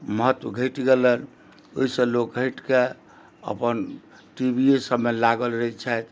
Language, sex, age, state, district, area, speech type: Maithili, male, 60+, Bihar, Madhubani, rural, spontaneous